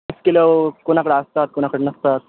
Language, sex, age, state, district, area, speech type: Marathi, male, 18-30, Maharashtra, Nanded, rural, conversation